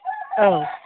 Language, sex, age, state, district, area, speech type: Bodo, female, 45-60, Assam, Kokrajhar, urban, conversation